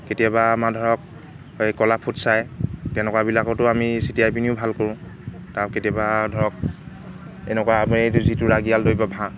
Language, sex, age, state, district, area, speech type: Assamese, male, 30-45, Assam, Golaghat, rural, spontaneous